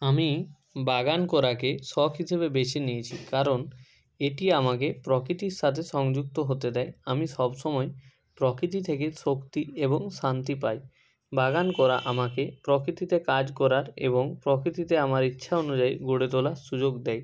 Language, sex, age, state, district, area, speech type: Bengali, male, 45-60, West Bengal, Nadia, rural, spontaneous